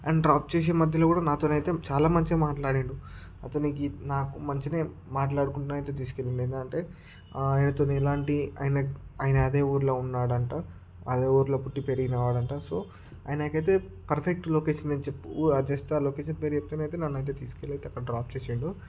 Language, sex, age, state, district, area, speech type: Telugu, male, 30-45, Andhra Pradesh, Srikakulam, urban, spontaneous